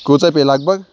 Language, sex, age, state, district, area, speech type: Kashmiri, male, 18-30, Jammu and Kashmir, Kulgam, rural, spontaneous